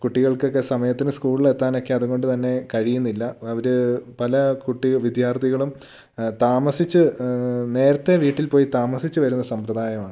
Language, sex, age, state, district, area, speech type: Malayalam, male, 18-30, Kerala, Idukki, rural, spontaneous